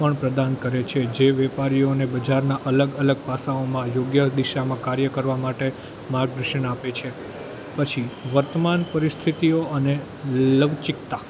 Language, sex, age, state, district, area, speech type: Gujarati, male, 18-30, Gujarat, Junagadh, urban, spontaneous